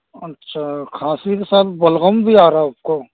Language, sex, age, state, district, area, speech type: Urdu, male, 18-30, Delhi, Central Delhi, rural, conversation